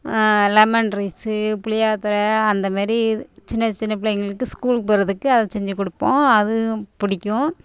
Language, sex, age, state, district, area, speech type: Tamil, female, 30-45, Tamil Nadu, Thoothukudi, rural, spontaneous